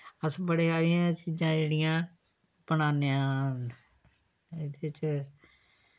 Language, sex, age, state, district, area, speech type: Dogri, female, 60+, Jammu and Kashmir, Samba, rural, spontaneous